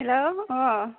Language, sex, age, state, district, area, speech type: Bodo, female, 18-30, Assam, Baksa, rural, conversation